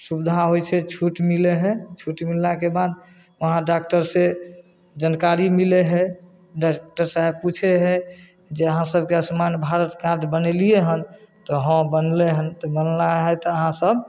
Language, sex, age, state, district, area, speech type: Maithili, male, 30-45, Bihar, Samastipur, rural, spontaneous